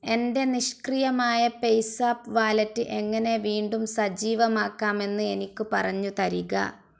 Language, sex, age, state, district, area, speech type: Malayalam, female, 30-45, Kerala, Malappuram, rural, read